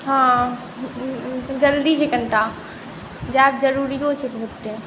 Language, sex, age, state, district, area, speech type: Maithili, female, 18-30, Bihar, Saharsa, rural, spontaneous